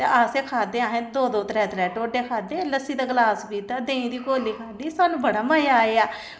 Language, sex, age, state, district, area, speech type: Dogri, female, 45-60, Jammu and Kashmir, Samba, rural, spontaneous